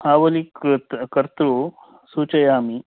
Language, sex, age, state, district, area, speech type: Sanskrit, male, 45-60, Karnataka, Dakshina Kannada, urban, conversation